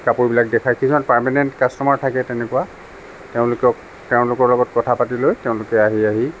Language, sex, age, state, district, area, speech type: Assamese, male, 45-60, Assam, Sonitpur, rural, spontaneous